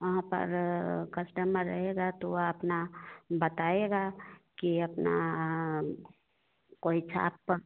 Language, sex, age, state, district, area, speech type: Hindi, female, 60+, Bihar, Begusarai, urban, conversation